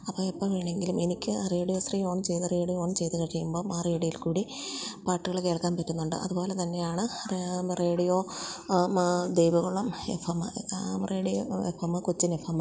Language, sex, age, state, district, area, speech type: Malayalam, female, 45-60, Kerala, Idukki, rural, spontaneous